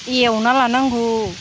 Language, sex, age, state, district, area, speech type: Bodo, female, 45-60, Assam, Udalguri, rural, spontaneous